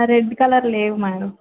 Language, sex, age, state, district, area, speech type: Telugu, female, 18-30, Andhra Pradesh, Srikakulam, urban, conversation